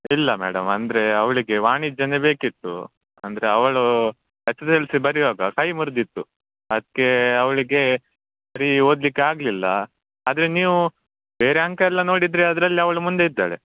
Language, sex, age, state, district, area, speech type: Kannada, male, 18-30, Karnataka, Shimoga, rural, conversation